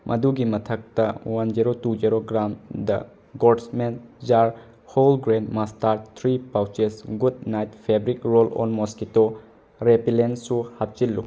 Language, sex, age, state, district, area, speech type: Manipuri, male, 18-30, Manipur, Bishnupur, rural, read